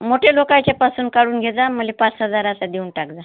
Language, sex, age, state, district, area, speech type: Marathi, female, 45-60, Maharashtra, Washim, rural, conversation